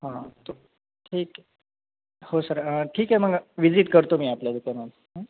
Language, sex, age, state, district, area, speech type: Marathi, male, 30-45, Maharashtra, Nanded, rural, conversation